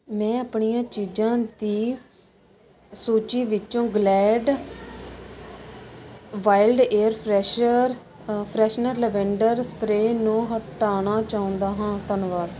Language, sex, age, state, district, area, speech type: Punjabi, female, 30-45, Punjab, Ludhiana, rural, read